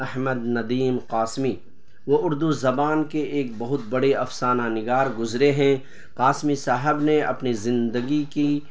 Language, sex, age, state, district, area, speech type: Urdu, male, 30-45, Bihar, Purnia, rural, spontaneous